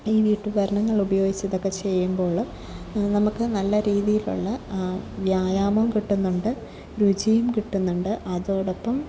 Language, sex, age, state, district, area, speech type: Malayalam, female, 18-30, Kerala, Kasaragod, rural, spontaneous